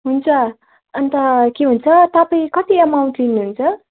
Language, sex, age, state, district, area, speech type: Nepali, female, 30-45, West Bengal, Darjeeling, rural, conversation